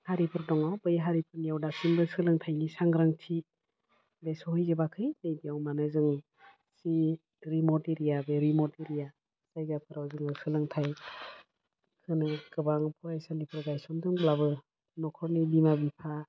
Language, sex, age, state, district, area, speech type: Bodo, female, 45-60, Assam, Udalguri, urban, spontaneous